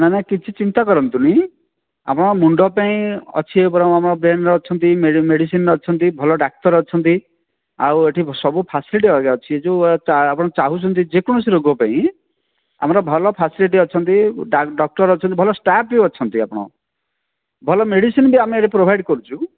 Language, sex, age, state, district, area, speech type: Odia, male, 45-60, Odisha, Kandhamal, rural, conversation